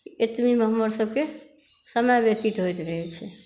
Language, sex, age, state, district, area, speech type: Maithili, female, 60+, Bihar, Saharsa, rural, spontaneous